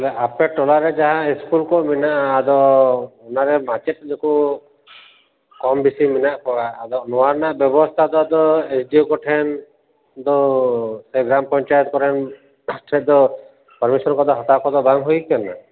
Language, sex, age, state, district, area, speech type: Santali, male, 45-60, West Bengal, Paschim Bardhaman, urban, conversation